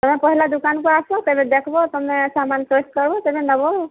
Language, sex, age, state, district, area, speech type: Odia, female, 30-45, Odisha, Boudh, rural, conversation